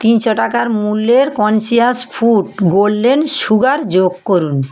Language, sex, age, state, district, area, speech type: Bengali, female, 45-60, West Bengal, South 24 Parganas, rural, read